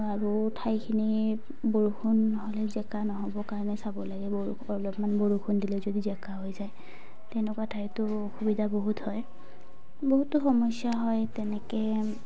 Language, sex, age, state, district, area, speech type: Assamese, female, 18-30, Assam, Udalguri, urban, spontaneous